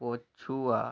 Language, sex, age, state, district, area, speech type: Odia, male, 30-45, Odisha, Bargarh, rural, read